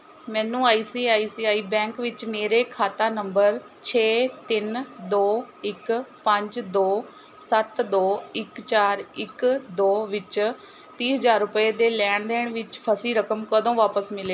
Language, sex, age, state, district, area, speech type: Punjabi, female, 18-30, Punjab, Mohali, urban, read